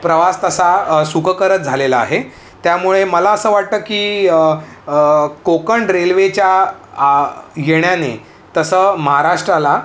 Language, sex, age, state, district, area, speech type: Marathi, male, 30-45, Maharashtra, Mumbai City, urban, spontaneous